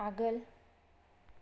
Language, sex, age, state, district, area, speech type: Bodo, female, 30-45, Assam, Kokrajhar, rural, read